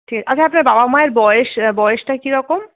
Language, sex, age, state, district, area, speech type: Bengali, female, 30-45, West Bengal, Paschim Bardhaman, urban, conversation